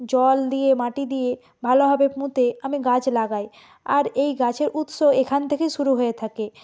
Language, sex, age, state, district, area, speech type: Bengali, female, 45-60, West Bengal, Purba Medinipur, rural, spontaneous